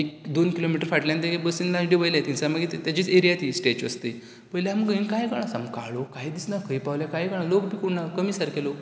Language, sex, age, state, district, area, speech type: Goan Konkani, male, 18-30, Goa, Canacona, rural, spontaneous